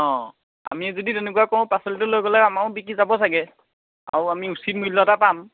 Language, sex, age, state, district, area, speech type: Assamese, male, 30-45, Assam, Majuli, urban, conversation